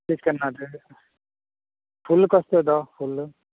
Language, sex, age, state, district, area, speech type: Goan Konkani, male, 45-60, Goa, Canacona, rural, conversation